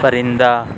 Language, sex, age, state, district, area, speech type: Urdu, male, 30-45, Uttar Pradesh, Lucknow, urban, read